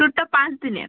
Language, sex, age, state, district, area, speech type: Bengali, female, 18-30, West Bengal, Jalpaiguri, rural, conversation